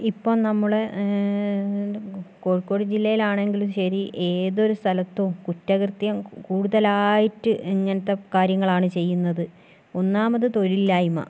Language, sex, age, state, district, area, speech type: Malayalam, female, 18-30, Kerala, Kozhikode, urban, spontaneous